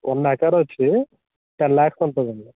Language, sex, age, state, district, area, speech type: Telugu, male, 30-45, Andhra Pradesh, Alluri Sitarama Raju, rural, conversation